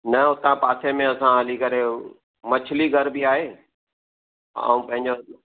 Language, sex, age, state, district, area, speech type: Sindhi, male, 45-60, Maharashtra, Thane, urban, conversation